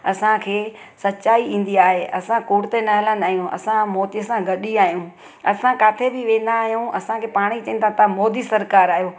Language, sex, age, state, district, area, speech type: Sindhi, female, 45-60, Gujarat, Surat, urban, spontaneous